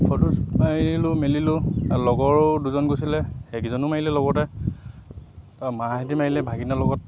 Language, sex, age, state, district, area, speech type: Assamese, male, 18-30, Assam, Lakhimpur, rural, spontaneous